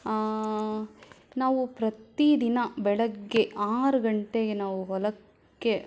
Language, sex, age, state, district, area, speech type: Kannada, female, 18-30, Karnataka, Shimoga, rural, spontaneous